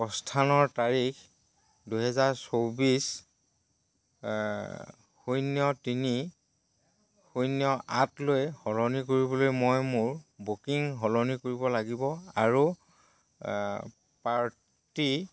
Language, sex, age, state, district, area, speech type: Assamese, male, 45-60, Assam, Dhemaji, rural, read